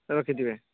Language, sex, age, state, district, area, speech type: Odia, male, 30-45, Odisha, Balasore, rural, conversation